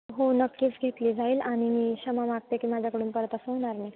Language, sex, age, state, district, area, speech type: Marathi, female, 18-30, Maharashtra, Nashik, urban, conversation